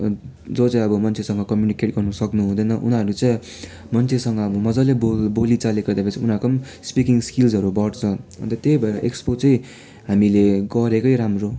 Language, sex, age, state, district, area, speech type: Nepali, male, 18-30, West Bengal, Darjeeling, rural, spontaneous